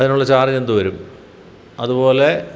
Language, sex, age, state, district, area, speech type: Malayalam, male, 60+, Kerala, Kottayam, rural, spontaneous